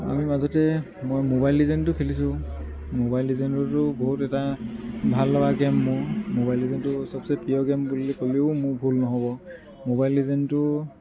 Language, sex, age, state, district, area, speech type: Assamese, male, 30-45, Assam, Tinsukia, rural, spontaneous